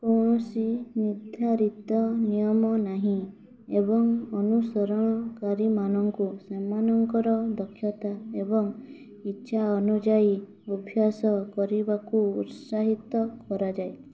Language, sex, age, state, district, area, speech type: Odia, female, 18-30, Odisha, Mayurbhanj, rural, read